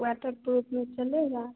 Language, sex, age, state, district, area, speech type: Hindi, female, 30-45, Bihar, Begusarai, urban, conversation